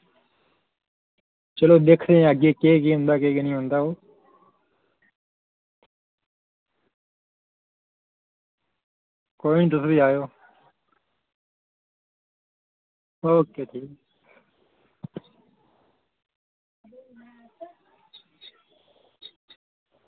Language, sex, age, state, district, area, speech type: Dogri, male, 18-30, Jammu and Kashmir, Reasi, rural, conversation